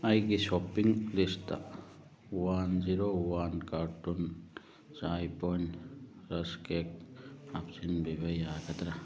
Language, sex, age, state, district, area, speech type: Manipuri, male, 60+, Manipur, Churachandpur, urban, read